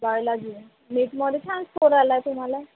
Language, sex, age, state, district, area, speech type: Marathi, female, 18-30, Maharashtra, Wardha, rural, conversation